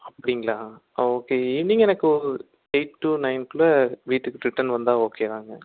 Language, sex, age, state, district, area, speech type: Tamil, male, 30-45, Tamil Nadu, Erode, rural, conversation